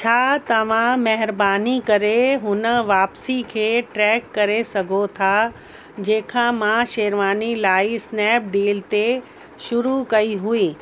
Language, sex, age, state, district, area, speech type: Sindhi, female, 30-45, Uttar Pradesh, Lucknow, urban, read